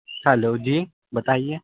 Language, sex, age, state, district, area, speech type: Urdu, male, 18-30, Delhi, Central Delhi, urban, conversation